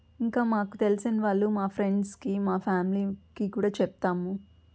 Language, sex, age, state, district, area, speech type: Telugu, female, 30-45, Andhra Pradesh, Chittoor, urban, spontaneous